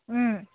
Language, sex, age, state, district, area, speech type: Assamese, female, 60+, Assam, Dibrugarh, rural, conversation